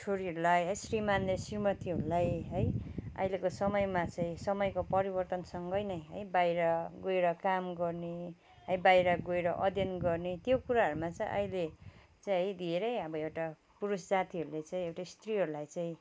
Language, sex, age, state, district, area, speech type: Nepali, female, 45-60, West Bengal, Kalimpong, rural, spontaneous